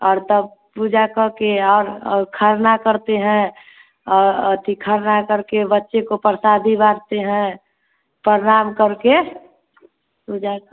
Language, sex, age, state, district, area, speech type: Hindi, female, 30-45, Bihar, Vaishali, rural, conversation